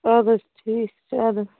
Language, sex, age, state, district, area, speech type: Kashmiri, female, 30-45, Jammu and Kashmir, Baramulla, rural, conversation